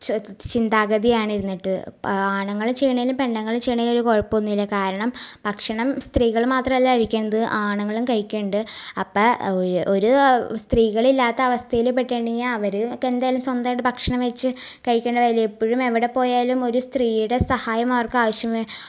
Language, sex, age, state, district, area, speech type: Malayalam, female, 18-30, Kerala, Ernakulam, rural, spontaneous